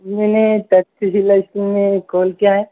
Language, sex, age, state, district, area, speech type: Hindi, male, 18-30, Madhya Pradesh, Harda, urban, conversation